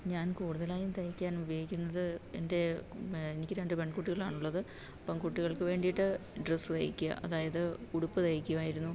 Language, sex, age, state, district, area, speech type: Malayalam, female, 45-60, Kerala, Pathanamthitta, rural, spontaneous